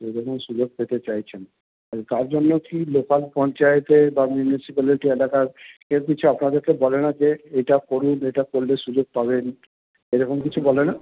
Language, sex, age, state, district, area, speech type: Bengali, male, 30-45, West Bengal, Purba Bardhaman, urban, conversation